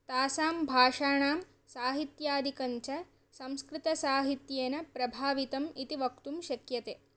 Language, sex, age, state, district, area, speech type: Sanskrit, female, 18-30, Andhra Pradesh, Chittoor, urban, spontaneous